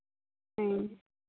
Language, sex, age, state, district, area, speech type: Santali, female, 18-30, Jharkhand, Pakur, rural, conversation